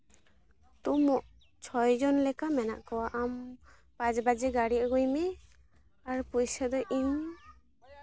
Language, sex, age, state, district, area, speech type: Santali, female, 18-30, West Bengal, Malda, rural, spontaneous